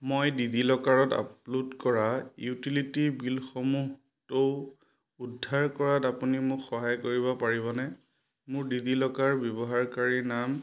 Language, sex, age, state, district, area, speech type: Assamese, male, 30-45, Assam, Majuli, urban, read